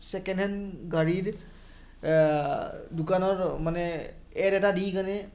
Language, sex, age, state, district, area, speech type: Assamese, male, 30-45, Assam, Udalguri, rural, spontaneous